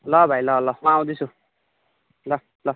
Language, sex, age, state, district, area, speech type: Nepali, male, 30-45, West Bengal, Jalpaiguri, urban, conversation